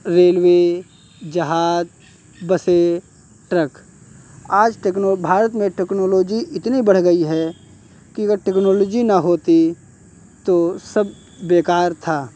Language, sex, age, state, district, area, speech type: Hindi, male, 45-60, Uttar Pradesh, Hardoi, rural, spontaneous